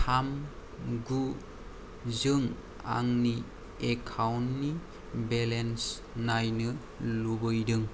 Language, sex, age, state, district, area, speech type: Bodo, male, 18-30, Assam, Kokrajhar, rural, read